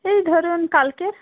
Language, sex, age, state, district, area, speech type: Bengali, female, 30-45, West Bengal, Darjeeling, rural, conversation